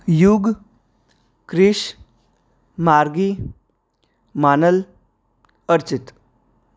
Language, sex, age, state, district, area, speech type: Gujarati, male, 18-30, Gujarat, Anand, urban, spontaneous